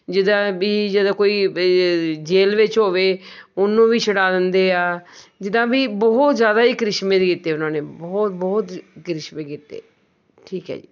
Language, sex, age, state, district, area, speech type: Punjabi, male, 60+, Punjab, Shaheed Bhagat Singh Nagar, urban, spontaneous